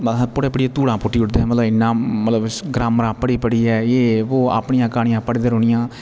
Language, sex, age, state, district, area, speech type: Dogri, male, 30-45, Jammu and Kashmir, Jammu, rural, spontaneous